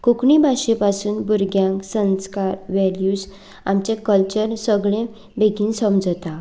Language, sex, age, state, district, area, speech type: Goan Konkani, female, 18-30, Goa, Canacona, rural, spontaneous